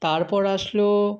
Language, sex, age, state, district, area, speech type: Bengali, male, 18-30, West Bengal, South 24 Parganas, urban, spontaneous